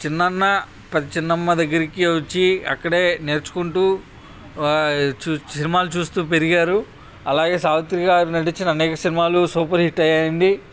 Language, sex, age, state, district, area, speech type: Telugu, male, 30-45, Andhra Pradesh, Bapatla, rural, spontaneous